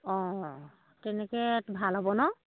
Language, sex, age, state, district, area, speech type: Assamese, female, 45-60, Assam, Charaideo, rural, conversation